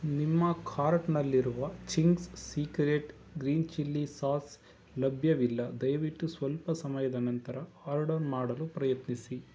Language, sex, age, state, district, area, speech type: Kannada, male, 18-30, Karnataka, Davanagere, urban, read